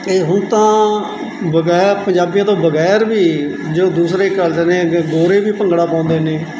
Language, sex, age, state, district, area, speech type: Punjabi, male, 45-60, Punjab, Mansa, rural, spontaneous